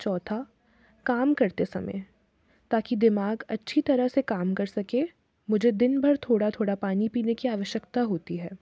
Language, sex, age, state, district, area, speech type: Hindi, female, 30-45, Madhya Pradesh, Jabalpur, urban, spontaneous